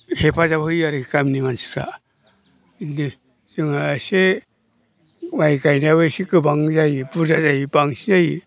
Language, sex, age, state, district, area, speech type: Bodo, male, 60+, Assam, Chirang, urban, spontaneous